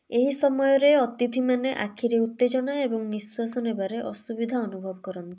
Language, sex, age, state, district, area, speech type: Odia, female, 18-30, Odisha, Kalahandi, rural, read